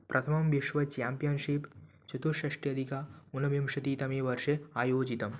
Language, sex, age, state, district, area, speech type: Sanskrit, male, 18-30, West Bengal, Paschim Medinipur, rural, read